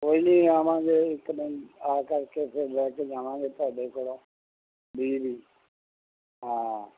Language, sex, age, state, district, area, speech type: Punjabi, male, 60+, Punjab, Bathinda, rural, conversation